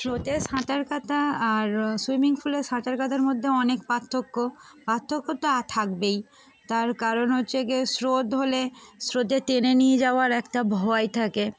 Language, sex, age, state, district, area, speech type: Bengali, female, 18-30, West Bengal, Darjeeling, urban, spontaneous